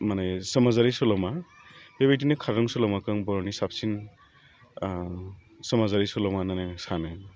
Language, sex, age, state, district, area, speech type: Bodo, male, 45-60, Assam, Udalguri, urban, spontaneous